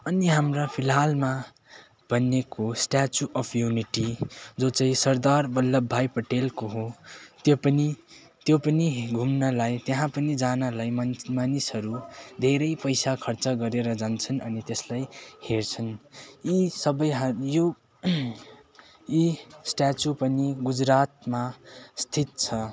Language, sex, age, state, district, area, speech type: Nepali, male, 18-30, West Bengal, Darjeeling, urban, spontaneous